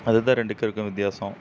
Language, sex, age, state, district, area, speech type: Tamil, male, 18-30, Tamil Nadu, Namakkal, rural, spontaneous